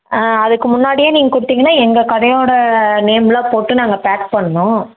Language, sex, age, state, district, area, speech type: Tamil, female, 18-30, Tamil Nadu, Namakkal, rural, conversation